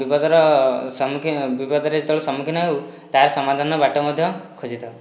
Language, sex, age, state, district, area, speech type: Odia, male, 18-30, Odisha, Dhenkanal, rural, spontaneous